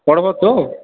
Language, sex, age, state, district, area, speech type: Odia, male, 18-30, Odisha, Kalahandi, rural, conversation